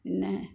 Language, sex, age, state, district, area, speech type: Malayalam, female, 60+, Kerala, Malappuram, rural, spontaneous